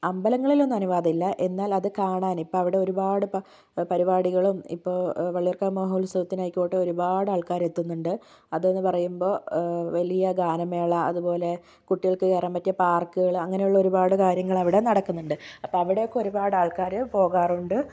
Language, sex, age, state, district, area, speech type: Malayalam, female, 18-30, Kerala, Kozhikode, urban, spontaneous